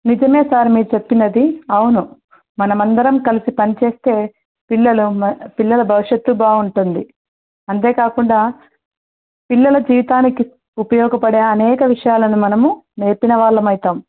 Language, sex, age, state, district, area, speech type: Telugu, female, 30-45, Andhra Pradesh, Sri Satya Sai, urban, conversation